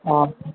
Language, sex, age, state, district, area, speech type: Assamese, male, 18-30, Assam, Lakhimpur, rural, conversation